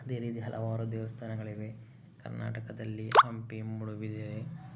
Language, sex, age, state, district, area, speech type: Kannada, male, 30-45, Karnataka, Chikkaballapur, rural, spontaneous